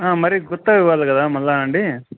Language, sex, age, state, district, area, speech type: Telugu, male, 30-45, Andhra Pradesh, Kadapa, urban, conversation